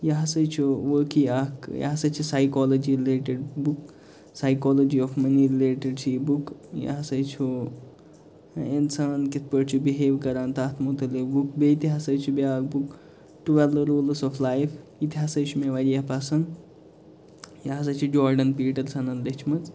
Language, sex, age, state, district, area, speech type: Kashmiri, male, 30-45, Jammu and Kashmir, Kupwara, rural, spontaneous